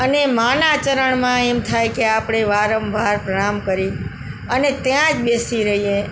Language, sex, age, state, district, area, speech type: Gujarati, female, 45-60, Gujarat, Morbi, urban, spontaneous